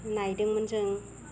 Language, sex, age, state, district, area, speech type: Bodo, female, 45-60, Assam, Kokrajhar, rural, spontaneous